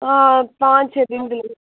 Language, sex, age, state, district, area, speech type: Hindi, female, 18-30, Rajasthan, Nagaur, rural, conversation